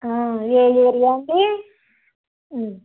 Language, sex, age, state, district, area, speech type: Telugu, female, 30-45, Andhra Pradesh, Vizianagaram, rural, conversation